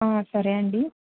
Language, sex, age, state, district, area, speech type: Telugu, female, 18-30, Telangana, Medak, urban, conversation